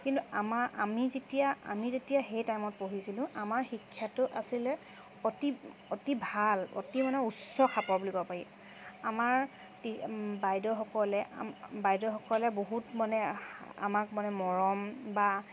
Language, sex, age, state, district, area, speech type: Assamese, female, 30-45, Assam, Charaideo, urban, spontaneous